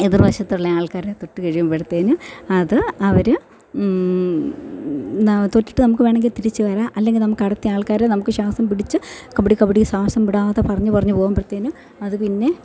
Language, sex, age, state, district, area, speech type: Malayalam, female, 45-60, Kerala, Thiruvananthapuram, rural, spontaneous